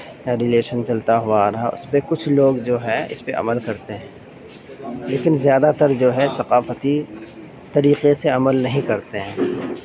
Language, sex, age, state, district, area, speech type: Urdu, male, 30-45, Uttar Pradesh, Gautam Buddha Nagar, rural, spontaneous